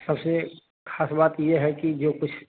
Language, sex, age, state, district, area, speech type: Hindi, male, 30-45, Bihar, Madhepura, rural, conversation